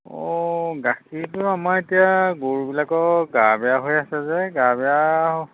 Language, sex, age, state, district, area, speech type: Assamese, male, 45-60, Assam, Majuli, rural, conversation